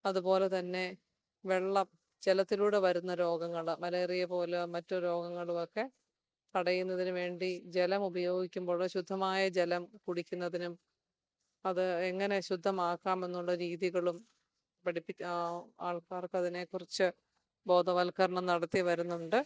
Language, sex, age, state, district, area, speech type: Malayalam, female, 45-60, Kerala, Kottayam, urban, spontaneous